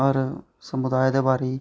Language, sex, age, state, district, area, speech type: Dogri, male, 18-30, Jammu and Kashmir, Reasi, rural, spontaneous